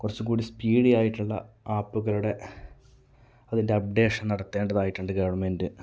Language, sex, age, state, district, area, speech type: Malayalam, male, 18-30, Kerala, Kasaragod, rural, spontaneous